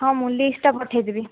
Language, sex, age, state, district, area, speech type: Odia, female, 45-60, Odisha, Kandhamal, rural, conversation